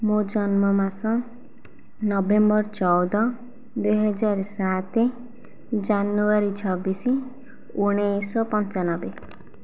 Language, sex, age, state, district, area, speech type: Odia, female, 45-60, Odisha, Nayagarh, rural, spontaneous